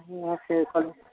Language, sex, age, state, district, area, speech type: Maithili, female, 45-60, Bihar, Samastipur, rural, conversation